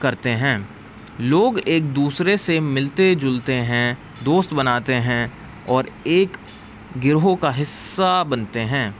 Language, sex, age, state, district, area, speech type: Urdu, male, 18-30, Uttar Pradesh, Rampur, urban, spontaneous